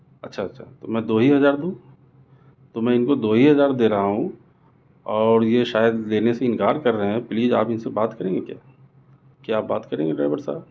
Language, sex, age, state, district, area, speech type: Urdu, male, 30-45, Delhi, South Delhi, urban, spontaneous